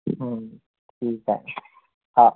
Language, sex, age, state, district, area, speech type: Marathi, male, 18-30, Maharashtra, Yavatmal, rural, conversation